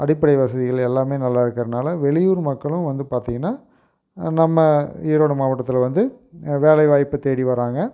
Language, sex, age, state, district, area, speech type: Tamil, male, 45-60, Tamil Nadu, Erode, rural, spontaneous